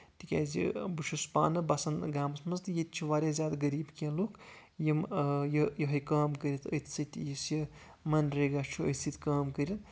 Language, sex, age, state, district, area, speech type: Kashmiri, male, 18-30, Jammu and Kashmir, Anantnag, rural, spontaneous